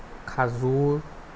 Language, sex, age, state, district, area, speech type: Assamese, male, 30-45, Assam, Golaghat, urban, spontaneous